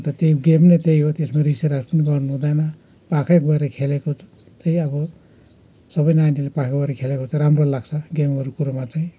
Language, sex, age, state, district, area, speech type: Nepali, male, 60+, West Bengal, Kalimpong, rural, spontaneous